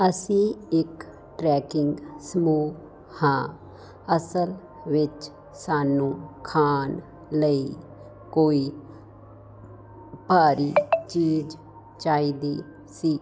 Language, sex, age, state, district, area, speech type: Punjabi, female, 45-60, Punjab, Fazilka, rural, read